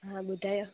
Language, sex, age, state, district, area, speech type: Sindhi, female, 18-30, Gujarat, Junagadh, rural, conversation